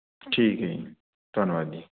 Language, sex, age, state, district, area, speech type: Punjabi, male, 18-30, Punjab, Fazilka, rural, conversation